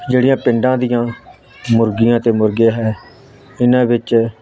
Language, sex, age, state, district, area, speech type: Punjabi, male, 60+, Punjab, Hoshiarpur, rural, spontaneous